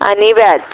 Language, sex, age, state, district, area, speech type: Marathi, female, 30-45, Maharashtra, Wardha, rural, conversation